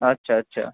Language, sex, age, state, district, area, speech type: Bengali, male, 18-30, West Bengal, Kolkata, urban, conversation